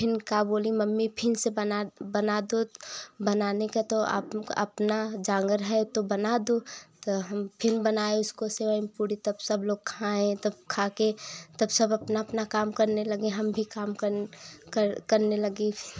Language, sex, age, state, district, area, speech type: Hindi, female, 18-30, Uttar Pradesh, Prayagraj, rural, spontaneous